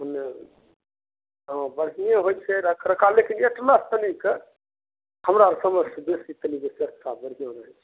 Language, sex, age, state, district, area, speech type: Maithili, male, 60+, Bihar, Begusarai, urban, conversation